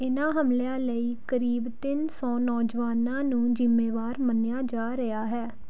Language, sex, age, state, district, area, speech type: Punjabi, female, 18-30, Punjab, Pathankot, urban, read